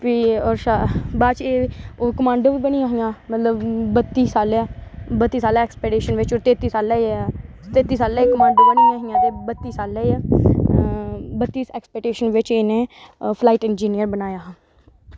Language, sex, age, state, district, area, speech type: Dogri, female, 18-30, Jammu and Kashmir, Udhampur, rural, spontaneous